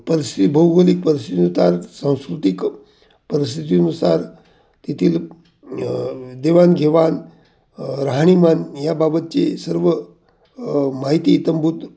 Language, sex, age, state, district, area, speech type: Marathi, male, 60+, Maharashtra, Ahmednagar, urban, spontaneous